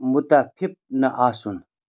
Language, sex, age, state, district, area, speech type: Kashmiri, male, 30-45, Jammu and Kashmir, Bandipora, rural, read